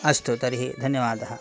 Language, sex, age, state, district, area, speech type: Sanskrit, male, 30-45, Karnataka, Dakshina Kannada, rural, spontaneous